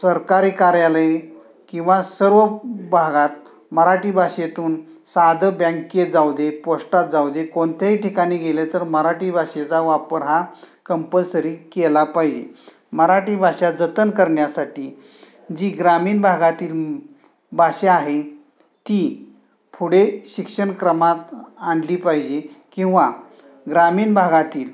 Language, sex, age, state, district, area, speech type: Marathi, male, 30-45, Maharashtra, Sangli, urban, spontaneous